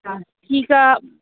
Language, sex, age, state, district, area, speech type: Sindhi, female, 18-30, Delhi, South Delhi, urban, conversation